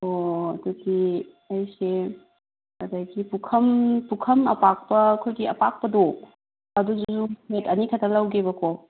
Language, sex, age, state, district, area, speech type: Manipuri, female, 30-45, Manipur, Kangpokpi, urban, conversation